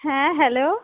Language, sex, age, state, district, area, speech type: Bengali, female, 30-45, West Bengal, Darjeeling, rural, conversation